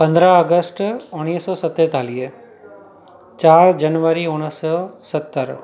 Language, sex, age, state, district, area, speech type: Sindhi, male, 30-45, Gujarat, Surat, urban, spontaneous